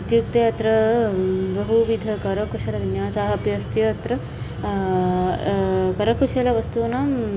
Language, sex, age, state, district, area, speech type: Sanskrit, female, 30-45, Tamil Nadu, Karur, rural, spontaneous